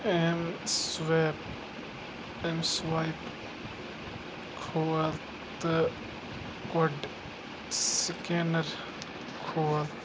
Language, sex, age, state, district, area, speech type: Kashmiri, male, 30-45, Jammu and Kashmir, Bandipora, rural, read